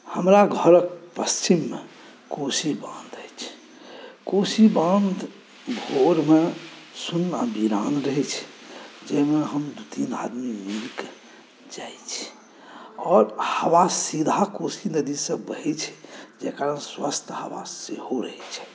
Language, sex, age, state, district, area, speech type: Maithili, male, 45-60, Bihar, Saharsa, urban, spontaneous